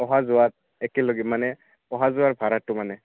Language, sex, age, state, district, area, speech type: Assamese, male, 18-30, Assam, Barpeta, rural, conversation